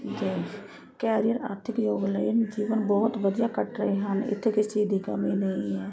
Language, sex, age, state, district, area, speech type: Punjabi, female, 30-45, Punjab, Ludhiana, urban, spontaneous